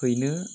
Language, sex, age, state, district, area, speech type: Bodo, male, 18-30, Assam, Chirang, urban, spontaneous